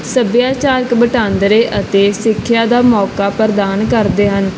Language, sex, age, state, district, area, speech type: Punjabi, female, 18-30, Punjab, Barnala, urban, spontaneous